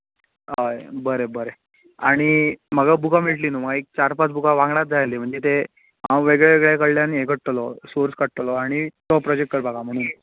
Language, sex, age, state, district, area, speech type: Goan Konkani, male, 18-30, Goa, Bardez, urban, conversation